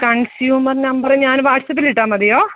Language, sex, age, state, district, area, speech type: Malayalam, female, 45-60, Kerala, Alappuzha, rural, conversation